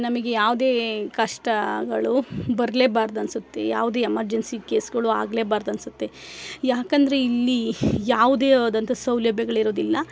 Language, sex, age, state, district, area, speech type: Kannada, female, 45-60, Karnataka, Chikkamagaluru, rural, spontaneous